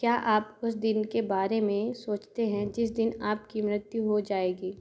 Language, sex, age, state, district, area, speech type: Hindi, female, 30-45, Madhya Pradesh, Katni, urban, read